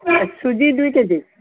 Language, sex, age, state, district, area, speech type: Assamese, female, 60+, Assam, Tinsukia, rural, conversation